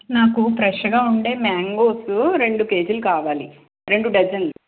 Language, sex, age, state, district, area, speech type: Telugu, male, 18-30, Andhra Pradesh, Guntur, urban, conversation